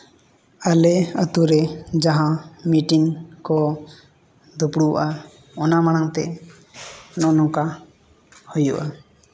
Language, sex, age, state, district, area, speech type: Santali, male, 18-30, Jharkhand, East Singhbhum, rural, spontaneous